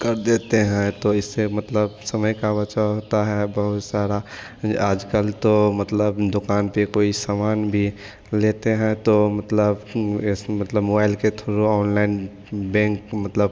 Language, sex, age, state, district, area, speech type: Hindi, male, 18-30, Bihar, Madhepura, rural, spontaneous